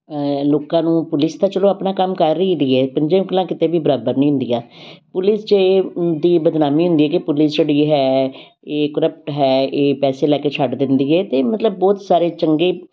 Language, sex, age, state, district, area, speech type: Punjabi, female, 60+, Punjab, Amritsar, urban, spontaneous